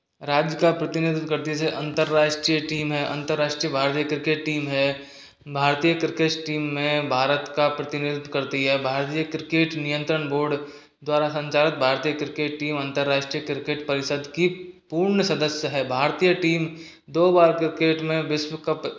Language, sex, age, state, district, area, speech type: Hindi, male, 30-45, Rajasthan, Karauli, rural, spontaneous